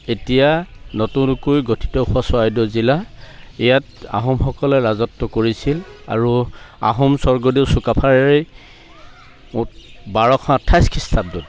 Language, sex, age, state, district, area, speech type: Assamese, male, 45-60, Assam, Charaideo, rural, spontaneous